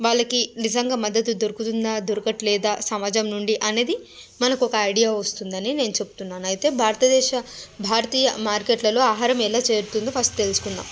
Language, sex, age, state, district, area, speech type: Telugu, female, 30-45, Telangana, Hyderabad, rural, spontaneous